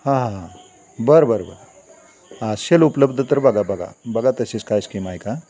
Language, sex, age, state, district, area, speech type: Marathi, male, 60+, Maharashtra, Satara, rural, spontaneous